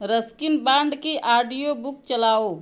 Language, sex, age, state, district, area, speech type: Hindi, female, 30-45, Uttar Pradesh, Ghazipur, rural, read